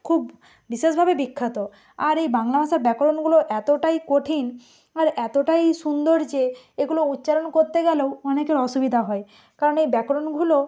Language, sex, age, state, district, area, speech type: Bengali, female, 45-60, West Bengal, Purba Medinipur, rural, spontaneous